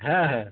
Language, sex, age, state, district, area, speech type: Bengali, male, 60+, West Bengal, North 24 Parganas, urban, conversation